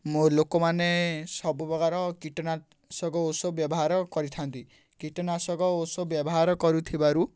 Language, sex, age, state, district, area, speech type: Odia, male, 18-30, Odisha, Ganjam, urban, spontaneous